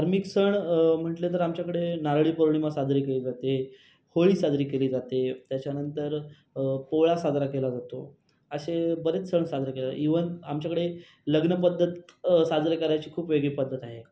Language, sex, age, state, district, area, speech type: Marathi, male, 18-30, Maharashtra, Raigad, rural, spontaneous